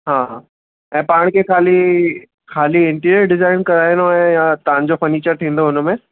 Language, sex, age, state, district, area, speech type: Sindhi, male, 18-30, Rajasthan, Ajmer, urban, conversation